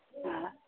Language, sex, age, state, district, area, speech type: Kannada, female, 60+, Karnataka, Belgaum, rural, conversation